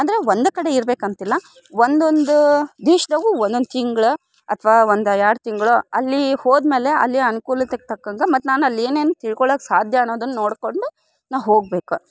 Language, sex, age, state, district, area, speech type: Kannada, female, 18-30, Karnataka, Dharwad, rural, spontaneous